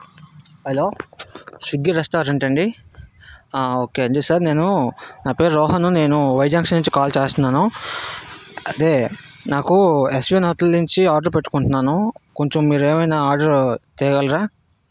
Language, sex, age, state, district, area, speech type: Telugu, male, 60+, Andhra Pradesh, Vizianagaram, rural, spontaneous